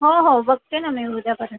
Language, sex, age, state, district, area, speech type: Marathi, female, 45-60, Maharashtra, Akola, rural, conversation